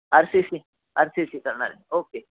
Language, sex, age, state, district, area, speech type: Marathi, female, 60+, Maharashtra, Nashik, urban, conversation